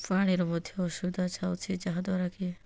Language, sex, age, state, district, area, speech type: Odia, female, 30-45, Odisha, Nabarangpur, urban, spontaneous